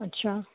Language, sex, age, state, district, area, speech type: Sindhi, female, 30-45, Maharashtra, Thane, urban, conversation